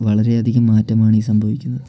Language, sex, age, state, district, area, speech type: Malayalam, male, 18-30, Kerala, Wayanad, rural, spontaneous